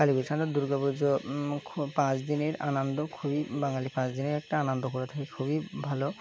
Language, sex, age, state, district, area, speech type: Bengali, male, 18-30, West Bengal, Birbhum, urban, spontaneous